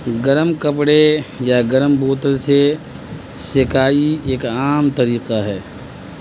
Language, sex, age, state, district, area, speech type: Urdu, male, 30-45, Bihar, Madhubani, rural, spontaneous